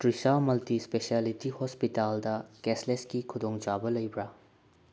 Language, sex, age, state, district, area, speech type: Manipuri, male, 18-30, Manipur, Bishnupur, rural, read